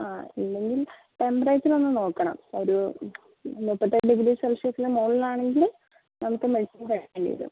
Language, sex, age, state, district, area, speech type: Malayalam, female, 30-45, Kerala, Kozhikode, urban, conversation